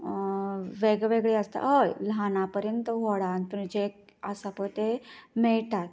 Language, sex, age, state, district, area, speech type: Goan Konkani, female, 30-45, Goa, Canacona, rural, spontaneous